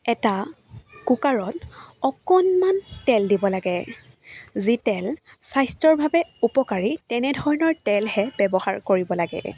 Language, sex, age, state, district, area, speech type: Assamese, female, 18-30, Assam, Charaideo, urban, spontaneous